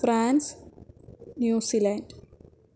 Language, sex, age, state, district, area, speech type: Sanskrit, female, 18-30, Kerala, Thrissur, rural, spontaneous